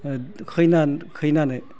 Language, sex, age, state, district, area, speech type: Bodo, male, 60+, Assam, Udalguri, rural, spontaneous